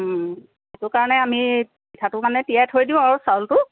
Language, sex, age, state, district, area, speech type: Assamese, female, 45-60, Assam, Sivasagar, rural, conversation